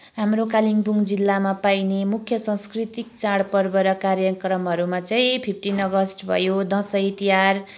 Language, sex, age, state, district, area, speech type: Nepali, female, 30-45, West Bengal, Kalimpong, rural, spontaneous